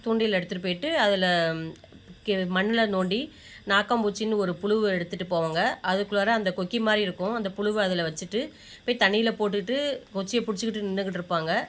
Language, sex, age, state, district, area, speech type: Tamil, female, 45-60, Tamil Nadu, Ariyalur, rural, spontaneous